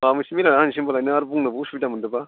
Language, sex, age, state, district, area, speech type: Bodo, male, 45-60, Assam, Udalguri, rural, conversation